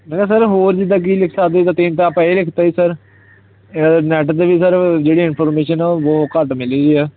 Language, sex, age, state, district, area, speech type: Punjabi, male, 18-30, Punjab, Hoshiarpur, rural, conversation